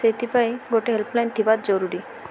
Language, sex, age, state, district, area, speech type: Odia, female, 18-30, Odisha, Malkangiri, urban, spontaneous